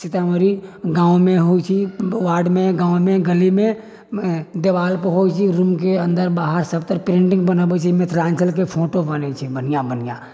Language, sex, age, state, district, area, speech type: Maithili, male, 60+, Bihar, Sitamarhi, rural, spontaneous